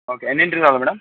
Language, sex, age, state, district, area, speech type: Telugu, male, 18-30, Andhra Pradesh, Anantapur, urban, conversation